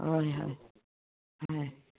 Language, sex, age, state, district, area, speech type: Assamese, female, 60+, Assam, Udalguri, rural, conversation